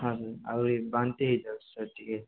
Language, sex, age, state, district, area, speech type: Odia, male, 18-30, Odisha, Koraput, urban, conversation